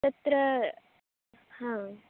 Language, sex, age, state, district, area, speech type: Sanskrit, female, 18-30, Karnataka, Vijayanagara, urban, conversation